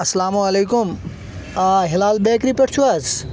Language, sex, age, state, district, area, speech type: Kashmiri, male, 18-30, Jammu and Kashmir, Shopian, rural, spontaneous